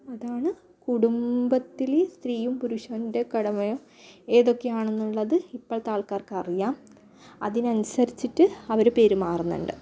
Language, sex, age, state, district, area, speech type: Malayalam, female, 30-45, Kerala, Kasaragod, rural, spontaneous